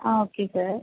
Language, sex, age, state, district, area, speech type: Tamil, female, 30-45, Tamil Nadu, Ariyalur, rural, conversation